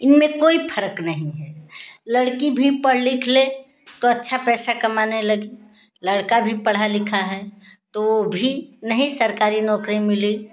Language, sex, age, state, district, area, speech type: Hindi, female, 45-60, Uttar Pradesh, Ghazipur, rural, spontaneous